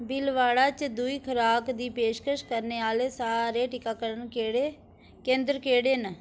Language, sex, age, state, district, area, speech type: Dogri, female, 18-30, Jammu and Kashmir, Udhampur, rural, read